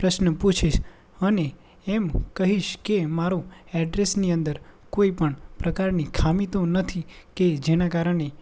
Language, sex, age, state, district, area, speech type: Gujarati, male, 18-30, Gujarat, Anand, rural, spontaneous